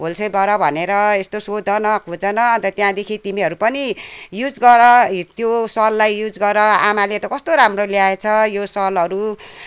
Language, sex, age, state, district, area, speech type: Nepali, female, 60+, West Bengal, Kalimpong, rural, spontaneous